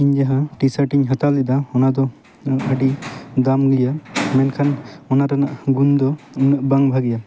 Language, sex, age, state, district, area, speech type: Santali, male, 18-30, West Bengal, Jhargram, rural, spontaneous